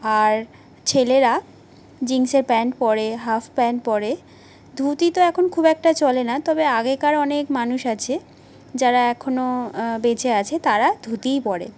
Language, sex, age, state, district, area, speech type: Bengali, female, 18-30, West Bengal, Jhargram, rural, spontaneous